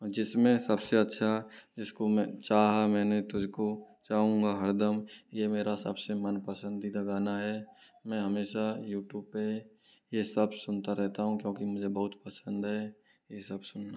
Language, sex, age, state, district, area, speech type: Hindi, male, 30-45, Rajasthan, Karauli, rural, spontaneous